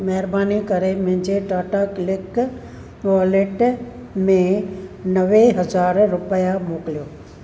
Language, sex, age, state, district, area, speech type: Sindhi, female, 60+, Maharashtra, Thane, urban, read